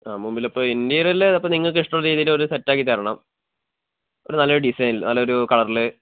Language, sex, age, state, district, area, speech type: Malayalam, male, 18-30, Kerala, Wayanad, rural, conversation